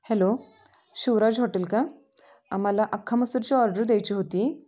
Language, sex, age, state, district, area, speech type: Marathi, female, 30-45, Maharashtra, Sangli, rural, spontaneous